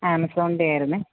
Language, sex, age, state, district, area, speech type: Malayalam, female, 30-45, Kerala, Idukki, rural, conversation